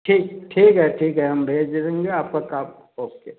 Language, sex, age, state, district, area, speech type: Hindi, male, 30-45, Uttar Pradesh, Prayagraj, rural, conversation